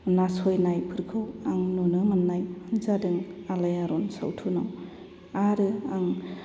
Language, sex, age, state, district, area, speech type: Bodo, female, 45-60, Assam, Chirang, rural, spontaneous